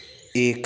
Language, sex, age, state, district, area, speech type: Hindi, male, 18-30, Rajasthan, Bharatpur, rural, read